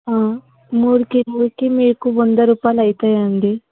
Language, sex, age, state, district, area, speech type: Telugu, female, 18-30, Telangana, Medak, urban, conversation